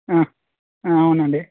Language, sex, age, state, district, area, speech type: Telugu, male, 30-45, Telangana, Khammam, urban, conversation